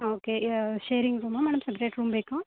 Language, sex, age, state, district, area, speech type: Kannada, female, 18-30, Karnataka, Uttara Kannada, rural, conversation